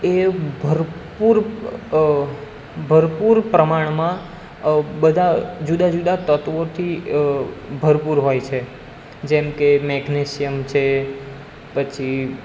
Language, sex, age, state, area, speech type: Gujarati, male, 18-30, Gujarat, urban, spontaneous